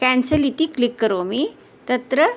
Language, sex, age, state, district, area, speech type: Sanskrit, female, 45-60, Karnataka, Belgaum, urban, spontaneous